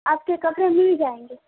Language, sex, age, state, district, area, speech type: Urdu, female, 18-30, Bihar, Khagaria, rural, conversation